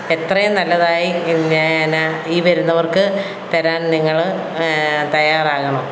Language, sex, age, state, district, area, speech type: Malayalam, female, 45-60, Kerala, Kottayam, rural, spontaneous